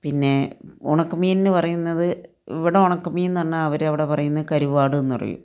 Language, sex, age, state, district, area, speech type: Malayalam, female, 45-60, Kerala, Palakkad, rural, spontaneous